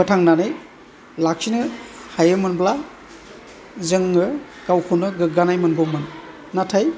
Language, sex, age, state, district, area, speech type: Bodo, male, 60+, Assam, Chirang, rural, spontaneous